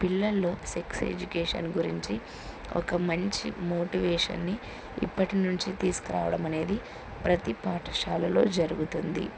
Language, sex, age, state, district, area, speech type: Telugu, female, 18-30, Andhra Pradesh, Kurnool, rural, spontaneous